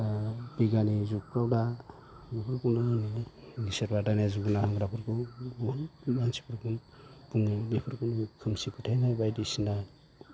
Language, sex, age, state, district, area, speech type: Bodo, male, 45-60, Assam, Kokrajhar, urban, spontaneous